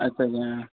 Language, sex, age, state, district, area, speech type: Dogri, male, 18-30, Jammu and Kashmir, Kathua, rural, conversation